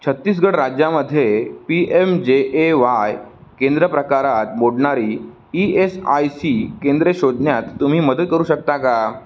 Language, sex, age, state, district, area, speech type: Marathi, male, 18-30, Maharashtra, Sindhudurg, rural, read